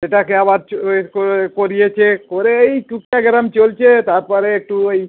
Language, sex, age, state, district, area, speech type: Bengali, male, 60+, West Bengal, Howrah, urban, conversation